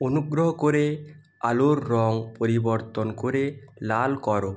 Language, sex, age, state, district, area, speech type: Bengali, male, 30-45, West Bengal, North 24 Parganas, rural, read